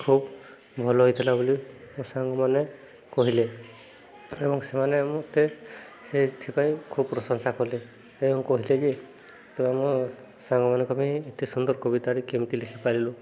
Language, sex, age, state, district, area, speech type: Odia, male, 18-30, Odisha, Subarnapur, urban, spontaneous